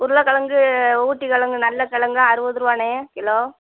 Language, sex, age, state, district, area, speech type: Tamil, female, 45-60, Tamil Nadu, Madurai, urban, conversation